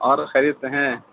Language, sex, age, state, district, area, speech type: Urdu, male, 18-30, Bihar, Gaya, urban, conversation